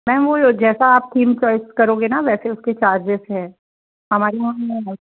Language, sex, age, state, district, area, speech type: Hindi, female, 30-45, Madhya Pradesh, Betul, urban, conversation